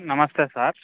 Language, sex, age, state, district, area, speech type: Telugu, male, 18-30, Telangana, Khammam, urban, conversation